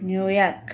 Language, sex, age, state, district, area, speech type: Telugu, female, 30-45, Andhra Pradesh, Kakinada, urban, spontaneous